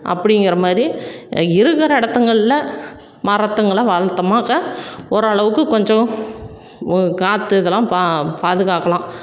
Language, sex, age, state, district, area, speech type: Tamil, female, 45-60, Tamil Nadu, Salem, rural, spontaneous